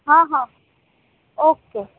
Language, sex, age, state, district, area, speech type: Gujarati, female, 30-45, Gujarat, Morbi, urban, conversation